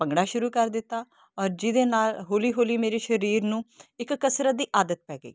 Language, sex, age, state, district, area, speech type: Punjabi, female, 30-45, Punjab, Kapurthala, urban, spontaneous